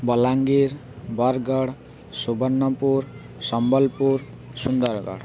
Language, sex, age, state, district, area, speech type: Odia, male, 18-30, Odisha, Balangir, urban, spontaneous